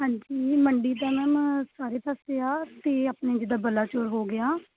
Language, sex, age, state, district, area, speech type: Punjabi, female, 18-30, Punjab, Shaheed Bhagat Singh Nagar, urban, conversation